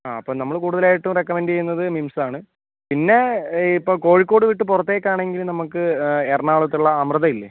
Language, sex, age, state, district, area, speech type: Malayalam, male, 30-45, Kerala, Kozhikode, urban, conversation